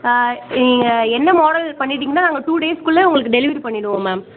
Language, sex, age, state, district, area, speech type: Tamil, female, 18-30, Tamil Nadu, Chennai, urban, conversation